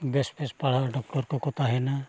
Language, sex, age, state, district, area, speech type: Santali, male, 45-60, Odisha, Mayurbhanj, rural, spontaneous